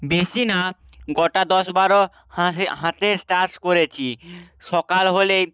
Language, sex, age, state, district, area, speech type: Bengali, male, 45-60, West Bengal, Nadia, rural, spontaneous